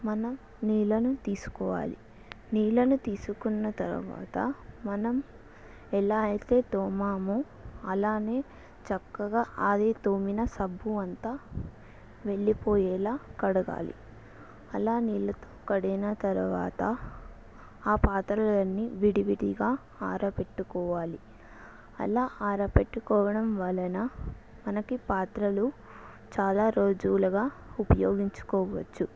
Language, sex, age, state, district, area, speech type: Telugu, female, 18-30, Telangana, Yadadri Bhuvanagiri, urban, spontaneous